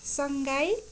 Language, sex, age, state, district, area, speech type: Nepali, female, 45-60, West Bengal, Darjeeling, rural, spontaneous